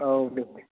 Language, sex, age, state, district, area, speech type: Bodo, male, 30-45, Assam, Kokrajhar, rural, conversation